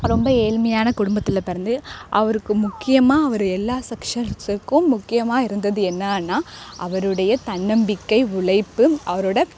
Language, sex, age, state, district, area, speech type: Tamil, female, 18-30, Tamil Nadu, Perambalur, rural, spontaneous